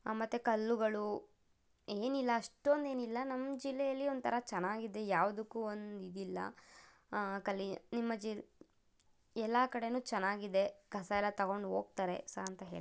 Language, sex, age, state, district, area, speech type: Kannada, female, 30-45, Karnataka, Tumkur, rural, spontaneous